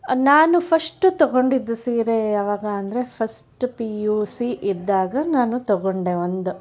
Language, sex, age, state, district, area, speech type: Kannada, female, 60+, Karnataka, Bangalore Urban, urban, spontaneous